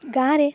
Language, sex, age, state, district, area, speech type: Odia, female, 18-30, Odisha, Nabarangpur, urban, spontaneous